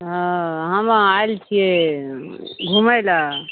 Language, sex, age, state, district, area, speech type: Maithili, female, 45-60, Bihar, Madhepura, rural, conversation